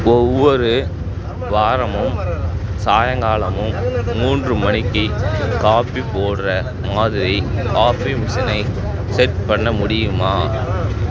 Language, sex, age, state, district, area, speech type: Tamil, male, 30-45, Tamil Nadu, Tiruchirappalli, rural, read